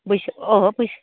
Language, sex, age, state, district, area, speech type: Bodo, female, 60+, Assam, Baksa, rural, conversation